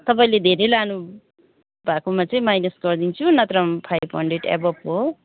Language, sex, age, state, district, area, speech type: Nepali, female, 30-45, West Bengal, Kalimpong, rural, conversation